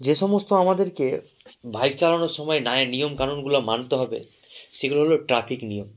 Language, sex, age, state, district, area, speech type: Bengali, male, 18-30, West Bengal, Murshidabad, urban, spontaneous